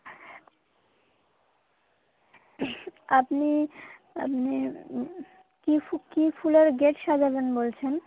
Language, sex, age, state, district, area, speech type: Bengali, female, 18-30, West Bengal, Birbhum, urban, conversation